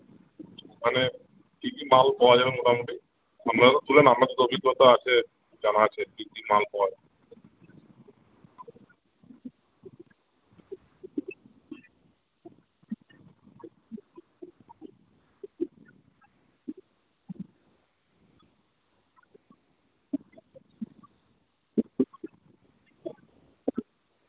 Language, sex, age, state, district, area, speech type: Bengali, male, 30-45, West Bengal, Uttar Dinajpur, urban, conversation